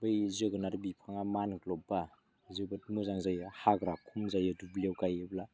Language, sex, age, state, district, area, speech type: Bodo, male, 18-30, Assam, Udalguri, rural, spontaneous